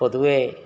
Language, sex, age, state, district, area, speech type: Malayalam, male, 60+, Kerala, Alappuzha, rural, spontaneous